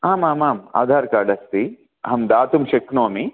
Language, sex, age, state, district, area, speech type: Sanskrit, male, 45-60, Andhra Pradesh, Krishna, urban, conversation